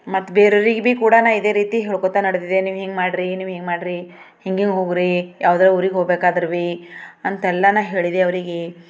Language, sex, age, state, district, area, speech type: Kannada, female, 45-60, Karnataka, Bidar, urban, spontaneous